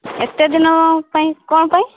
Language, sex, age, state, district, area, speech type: Odia, female, 18-30, Odisha, Mayurbhanj, rural, conversation